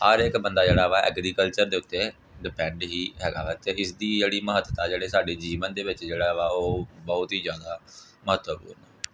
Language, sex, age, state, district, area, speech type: Punjabi, male, 18-30, Punjab, Gurdaspur, urban, spontaneous